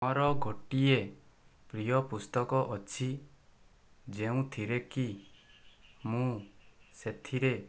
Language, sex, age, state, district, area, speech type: Odia, male, 18-30, Odisha, Kandhamal, rural, spontaneous